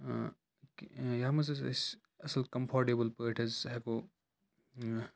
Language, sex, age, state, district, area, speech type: Kashmiri, male, 18-30, Jammu and Kashmir, Kupwara, rural, spontaneous